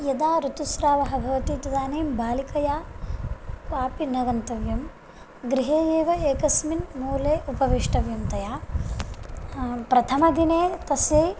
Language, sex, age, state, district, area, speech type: Sanskrit, female, 18-30, Karnataka, Bagalkot, rural, spontaneous